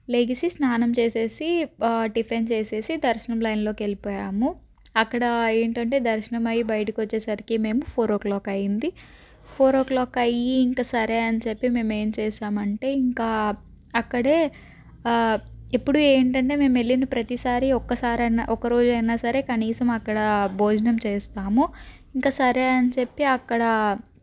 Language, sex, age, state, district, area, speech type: Telugu, female, 18-30, Andhra Pradesh, Guntur, urban, spontaneous